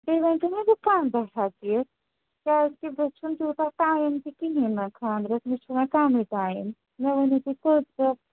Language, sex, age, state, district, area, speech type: Kashmiri, female, 45-60, Jammu and Kashmir, Srinagar, urban, conversation